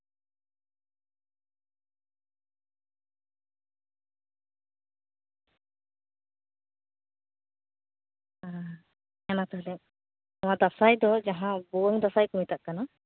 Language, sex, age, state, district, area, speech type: Santali, female, 30-45, West Bengal, Paschim Bardhaman, rural, conversation